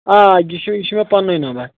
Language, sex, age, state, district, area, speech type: Kashmiri, male, 30-45, Jammu and Kashmir, Ganderbal, rural, conversation